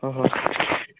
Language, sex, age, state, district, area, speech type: Manipuri, male, 18-30, Manipur, Kangpokpi, urban, conversation